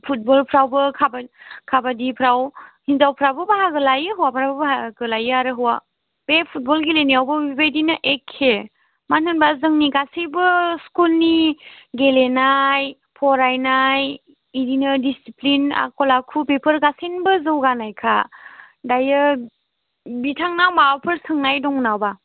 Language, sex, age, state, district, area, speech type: Bodo, female, 18-30, Assam, Chirang, urban, conversation